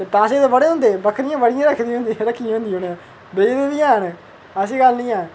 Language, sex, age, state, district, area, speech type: Dogri, male, 30-45, Jammu and Kashmir, Udhampur, urban, spontaneous